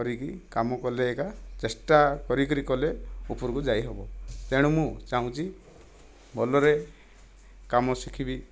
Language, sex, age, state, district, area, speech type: Odia, male, 60+, Odisha, Kandhamal, rural, spontaneous